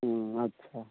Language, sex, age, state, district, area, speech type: Hindi, male, 60+, Bihar, Samastipur, urban, conversation